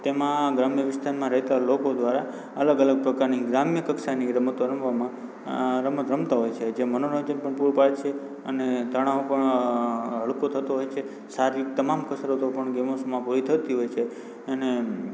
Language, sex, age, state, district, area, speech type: Gujarati, male, 18-30, Gujarat, Morbi, rural, spontaneous